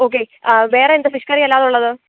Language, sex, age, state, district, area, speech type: Malayalam, male, 18-30, Kerala, Alappuzha, rural, conversation